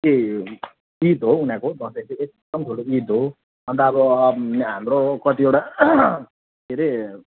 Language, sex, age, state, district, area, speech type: Nepali, male, 30-45, West Bengal, Jalpaiguri, rural, conversation